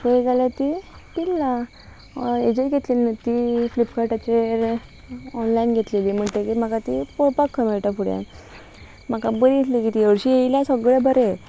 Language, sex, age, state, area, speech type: Goan Konkani, female, 18-30, Goa, rural, spontaneous